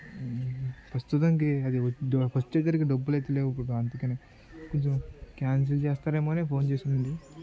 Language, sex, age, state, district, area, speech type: Telugu, male, 18-30, Andhra Pradesh, Anakapalli, rural, spontaneous